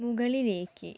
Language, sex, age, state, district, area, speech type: Malayalam, female, 18-30, Kerala, Kozhikode, urban, read